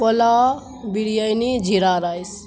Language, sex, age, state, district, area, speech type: Urdu, female, 45-60, Bihar, Khagaria, rural, spontaneous